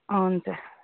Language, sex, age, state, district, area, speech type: Nepali, female, 45-60, West Bengal, Jalpaiguri, urban, conversation